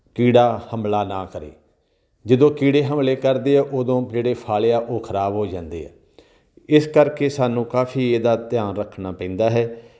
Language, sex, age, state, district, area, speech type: Punjabi, male, 45-60, Punjab, Tarn Taran, rural, spontaneous